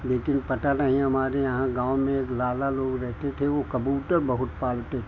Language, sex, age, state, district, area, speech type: Hindi, male, 60+, Uttar Pradesh, Hardoi, rural, spontaneous